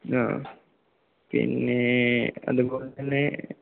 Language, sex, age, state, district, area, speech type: Malayalam, male, 18-30, Kerala, Kozhikode, rural, conversation